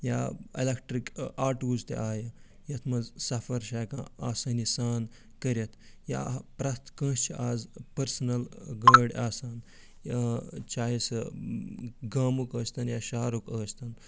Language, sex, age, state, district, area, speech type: Kashmiri, male, 45-60, Jammu and Kashmir, Ganderbal, urban, spontaneous